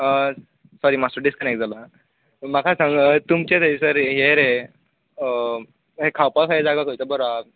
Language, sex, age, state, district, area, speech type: Goan Konkani, male, 18-30, Goa, Bardez, urban, conversation